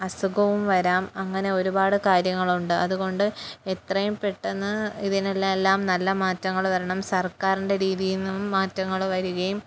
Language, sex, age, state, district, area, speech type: Malayalam, female, 18-30, Kerala, Kozhikode, rural, spontaneous